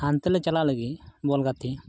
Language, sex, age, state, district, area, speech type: Santali, male, 18-30, Jharkhand, Pakur, rural, spontaneous